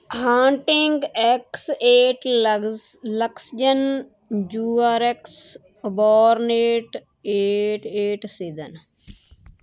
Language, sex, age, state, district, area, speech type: Punjabi, female, 30-45, Punjab, Moga, rural, spontaneous